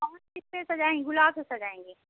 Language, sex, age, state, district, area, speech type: Hindi, female, 30-45, Uttar Pradesh, Chandauli, rural, conversation